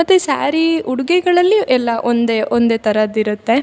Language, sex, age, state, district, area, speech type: Kannada, female, 18-30, Karnataka, Chikkamagaluru, rural, spontaneous